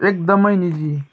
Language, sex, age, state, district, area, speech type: Nepali, male, 45-60, West Bengal, Jalpaiguri, urban, read